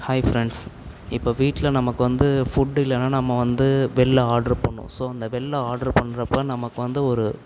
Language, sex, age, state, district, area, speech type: Tamil, male, 45-60, Tamil Nadu, Tiruvarur, urban, spontaneous